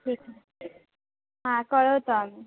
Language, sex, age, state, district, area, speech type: Marathi, female, 18-30, Maharashtra, Ratnagiri, rural, conversation